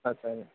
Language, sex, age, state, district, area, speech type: Marathi, male, 18-30, Maharashtra, Ahmednagar, urban, conversation